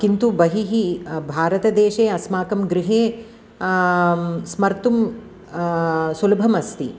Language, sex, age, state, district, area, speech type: Sanskrit, female, 45-60, Andhra Pradesh, Krishna, urban, spontaneous